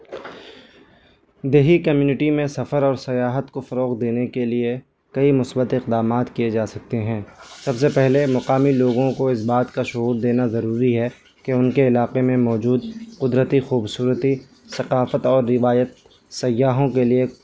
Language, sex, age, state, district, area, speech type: Urdu, male, 18-30, Delhi, New Delhi, rural, spontaneous